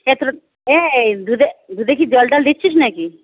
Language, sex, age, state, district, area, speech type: Bengali, female, 60+, West Bengal, Birbhum, urban, conversation